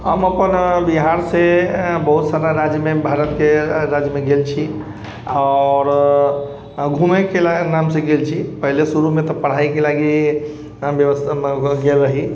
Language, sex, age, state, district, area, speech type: Maithili, male, 30-45, Bihar, Sitamarhi, urban, spontaneous